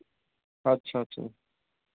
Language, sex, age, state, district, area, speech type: Hindi, male, 30-45, Madhya Pradesh, Harda, urban, conversation